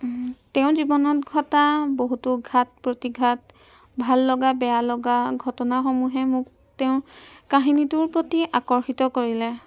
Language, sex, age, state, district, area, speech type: Assamese, female, 18-30, Assam, Jorhat, urban, spontaneous